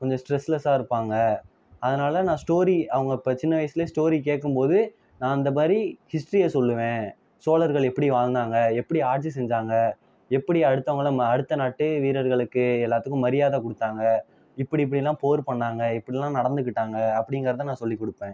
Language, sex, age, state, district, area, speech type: Tamil, male, 18-30, Tamil Nadu, Ariyalur, rural, spontaneous